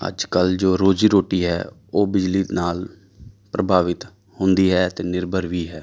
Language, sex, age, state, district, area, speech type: Punjabi, male, 30-45, Punjab, Amritsar, urban, spontaneous